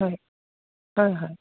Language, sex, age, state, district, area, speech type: Assamese, female, 45-60, Assam, Dibrugarh, rural, conversation